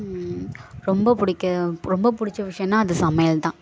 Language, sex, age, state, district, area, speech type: Tamil, female, 18-30, Tamil Nadu, Thanjavur, rural, spontaneous